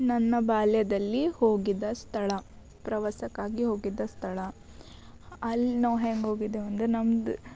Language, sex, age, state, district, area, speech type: Kannada, female, 18-30, Karnataka, Bidar, urban, spontaneous